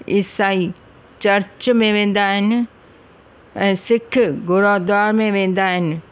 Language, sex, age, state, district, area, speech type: Sindhi, female, 45-60, Maharashtra, Thane, urban, spontaneous